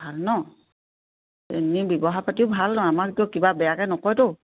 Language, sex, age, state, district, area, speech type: Assamese, female, 60+, Assam, Dibrugarh, rural, conversation